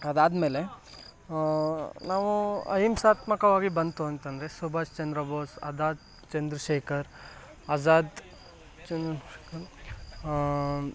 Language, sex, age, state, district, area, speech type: Kannada, male, 18-30, Karnataka, Chamarajanagar, rural, spontaneous